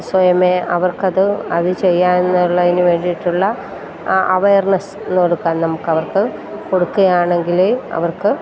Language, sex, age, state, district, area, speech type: Malayalam, female, 45-60, Kerala, Kottayam, rural, spontaneous